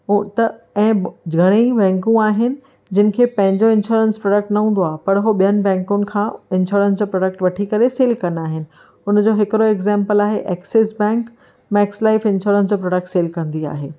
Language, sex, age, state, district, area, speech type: Sindhi, female, 30-45, Maharashtra, Thane, urban, spontaneous